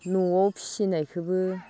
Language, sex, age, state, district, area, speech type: Bodo, female, 45-60, Assam, Baksa, rural, spontaneous